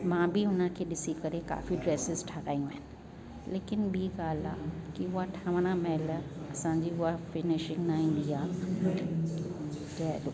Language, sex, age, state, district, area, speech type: Sindhi, female, 60+, Delhi, South Delhi, urban, spontaneous